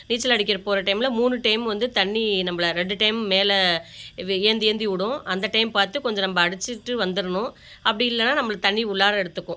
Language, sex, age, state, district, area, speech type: Tamil, female, 45-60, Tamil Nadu, Ariyalur, rural, spontaneous